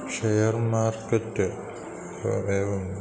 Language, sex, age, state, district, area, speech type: Sanskrit, male, 30-45, Kerala, Ernakulam, rural, spontaneous